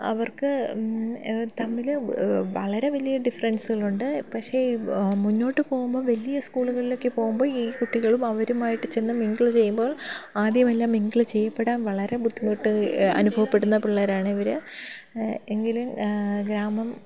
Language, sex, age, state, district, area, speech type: Malayalam, female, 30-45, Kerala, Thiruvananthapuram, urban, spontaneous